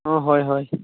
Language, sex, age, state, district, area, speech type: Assamese, male, 18-30, Assam, Dhemaji, rural, conversation